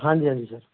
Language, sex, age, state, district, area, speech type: Punjabi, male, 45-60, Punjab, Patiala, urban, conversation